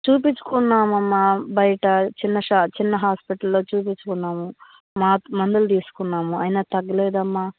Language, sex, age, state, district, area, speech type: Telugu, female, 30-45, Andhra Pradesh, Nellore, rural, conversation